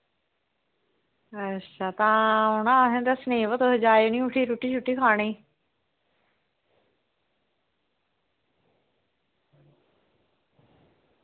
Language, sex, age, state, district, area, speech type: Dogri, female, 30-45, Jammu and Kashmir, Reasi, rural, conversation